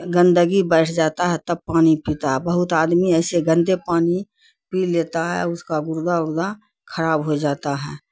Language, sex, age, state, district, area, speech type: Urdu, female, 60+, Bihar, Khagaria, rural, spontaneous